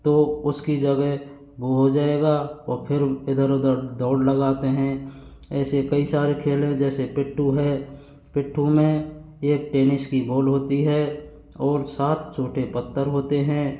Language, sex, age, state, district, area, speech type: Hindi, male, 30-45, Rajasthan, Karauli, rural, spontaneous